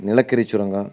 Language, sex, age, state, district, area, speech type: Tamil, male, 45-60, Tamil Nadu, Erode, urban, spontaneous